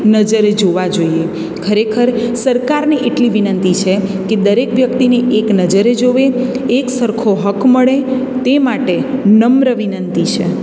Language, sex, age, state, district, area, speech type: Gujarati, female, 30-45, Gujarat, Surat, urban, spontaneous